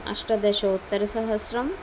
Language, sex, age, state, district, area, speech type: Sanskrit, female, 18-30, Kerala, Thrissur, rural, spontaneous